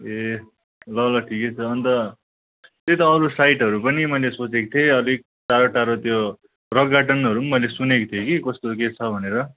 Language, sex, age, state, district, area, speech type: Nepali, male, 18-30, West Bengal, Kalimpong, rural, conversation